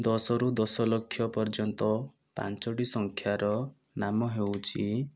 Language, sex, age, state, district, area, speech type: Odia, male, 18-30, Odisha, Kandhamal, rural, spontaneous